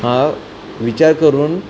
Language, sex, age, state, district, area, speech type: Marathi, male, 18-30, Maharashtra, Mumbai City, urban, spontaneous